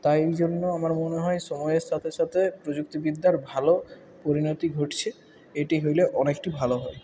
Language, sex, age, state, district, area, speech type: Bengali, male, 18-30, West Bengal, Purulia, urban, spontaneous